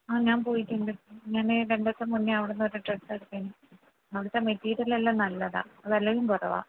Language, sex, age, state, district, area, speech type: Malayalam, female, 30-45, Kerala, Kannur, urban, conversation